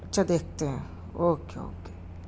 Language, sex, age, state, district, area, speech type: Urdu, male, 30-45, Uttar Pradesh, Mau, urban, spontaneous